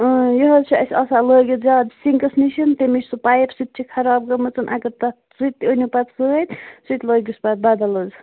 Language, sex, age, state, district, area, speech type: Kashmiri, female, 45-60, Jammu and Kashmir, Baramulla, urban, conversation